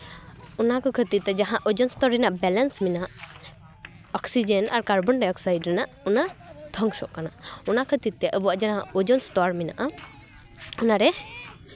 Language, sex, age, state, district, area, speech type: Santali, female, 18-30, West Bengal, Paschim Bardhaman, rural, spontaneous